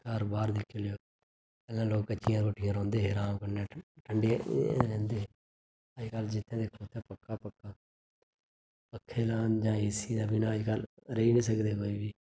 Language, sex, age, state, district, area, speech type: Dogri, male, 30-45, Jammu and Kashmir, Reasi, urban, spontaneous